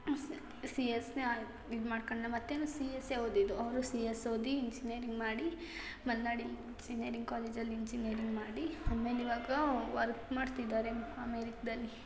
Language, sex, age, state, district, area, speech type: Kannada, female, 18-30, Karnataka, Hassan, rural, spontaneous